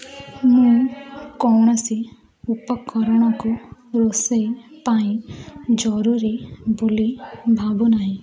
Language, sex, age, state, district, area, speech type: Odia, female, 18-30, Odisha, Ganjam, urban, spontaneous